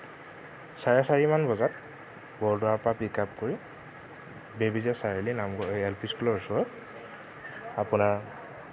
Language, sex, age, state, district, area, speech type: Assamese, male, 18-30, Assam, Nagaon, rural, spontaneous